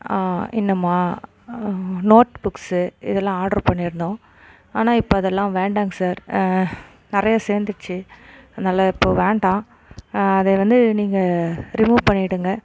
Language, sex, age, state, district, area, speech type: Tamil, female, 30-45, Tamil Nadu, Dharmapuri, rural, spontaneous